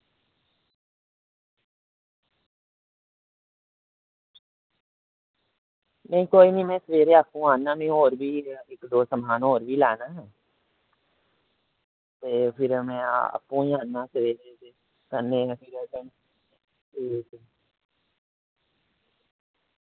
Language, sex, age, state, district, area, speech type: Dogri, male, 18-30, Jammu and Kashmir, Reasi, rural, conversation